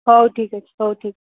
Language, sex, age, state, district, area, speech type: Odia, female, 18-30, Odisha, Rayagada, rural, conversation